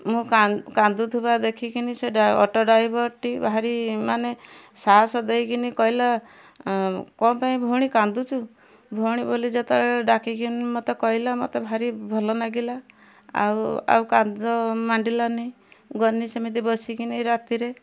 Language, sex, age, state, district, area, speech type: Odia, female, 60+, Odisha, Kendujhar, urban, spontaneous